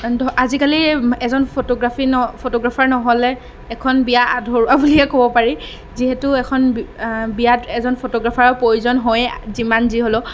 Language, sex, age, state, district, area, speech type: Assamese, female, 18-30, Assam, Darrang, rural, spontaneous